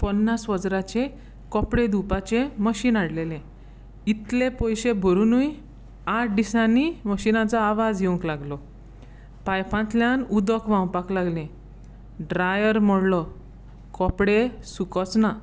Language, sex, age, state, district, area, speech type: Goan Konkani, female, 30-45, Goa, Tiswadi, rural, spontaneous